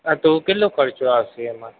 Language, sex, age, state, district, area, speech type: Gujarati, male, 60+, Gujarat, Aravalli, urban, conversation